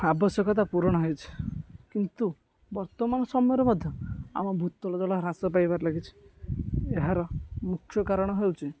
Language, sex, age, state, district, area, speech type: Odia, male, 18-30, Odisha, Jagatsinghpur, rural, spontaneous